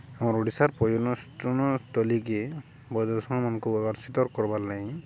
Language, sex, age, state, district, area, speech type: Odia, male, 30-45, Odisha, Balangir, urban, spontaneous